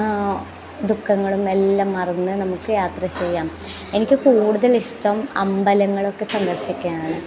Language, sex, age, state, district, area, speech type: Malayalam, female, 30-45, Kerala, Kasaragod, rural, spontaneous